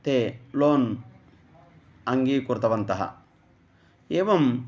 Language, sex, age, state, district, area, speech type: Sanskrit, male, 30-45, Telangana, Narayanpet, urban, spontaneous